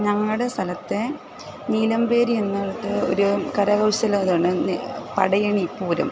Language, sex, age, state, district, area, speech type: Malayalam, female, 45-60, Kerala, Kottayam, rural, spontaneous